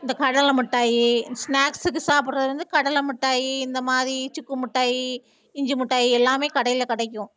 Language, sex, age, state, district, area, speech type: Tamil, female, 45-60, Tamil Nadu, Thoothukudi, rural, spontaneous